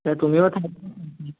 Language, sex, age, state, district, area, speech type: Bengali, male, 18-30, West Bengal, Nadia, rural, conversation